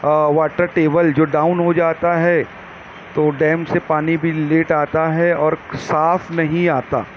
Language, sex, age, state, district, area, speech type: Urdu, male, 30-45, Maharashtra, Nashik, urban, spontaneous